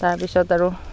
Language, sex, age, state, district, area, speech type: Assamese, female, 30-45, Assam, Barpeta, rural, spontaneous